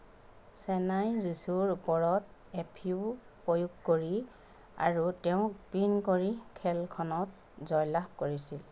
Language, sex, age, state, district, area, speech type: Assamese, female, 45-60, Assam, Jorhat, urban, read